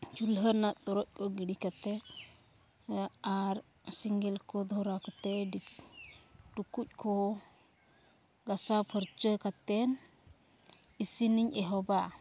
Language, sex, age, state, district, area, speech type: Santali, female, 45-60, Jharkhand, East Singhbhum, rural, spontaneous